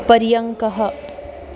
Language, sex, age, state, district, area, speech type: Sanskrit, female, 18-30, Maharashtra, Wardha, urban, read